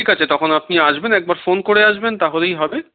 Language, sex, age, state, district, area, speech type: Bengali, male, 45-60, West Bengal, Darjeeling, rural, conversation